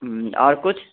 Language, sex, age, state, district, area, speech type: Maithili, male, 60+, Bihar, Purnia, urban, conversation